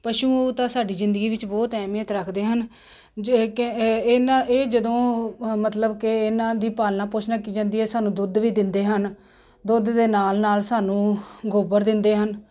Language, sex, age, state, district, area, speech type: Punjabi, female, 45-60, Punjab, Ludhiana, urban, spontaneous